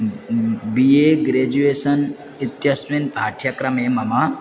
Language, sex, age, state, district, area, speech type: Sanskrit, male, 18-30, Assam, Dhemaji, rural, spontaneous